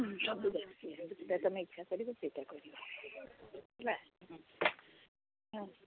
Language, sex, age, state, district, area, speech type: Odia, female, 60+, Odisha, Gajapati, rural, conversation